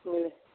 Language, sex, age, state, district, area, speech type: Urdu, male, 18-30, Delhi, East Delhi, urban, conversation